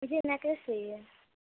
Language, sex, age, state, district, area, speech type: Urdu, female, 18-30, Uttar Pradesh, Shahjahanpur, urban, conversation